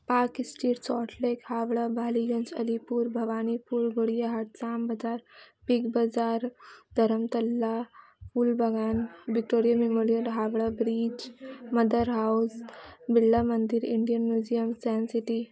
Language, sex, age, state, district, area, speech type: Urdu, female, 18-30, West Bengal, Kolkata, urban, spontaneous